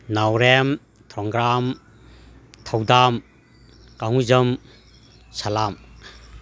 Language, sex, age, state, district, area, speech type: Manipuri, male, 45-60, Manipur, Kakching, rural, spontaneous